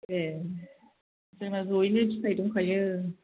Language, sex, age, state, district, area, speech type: Bodo, female, 30-45, Assam, Chirang, urban, conversation